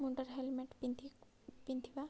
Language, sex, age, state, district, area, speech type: Odia, female, 18-30, Odisha, Nabarangpur, urban, spontaneous